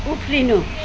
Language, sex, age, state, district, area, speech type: Nepali, female, 45-60, West Bengal, Jalpaiguri, urban, read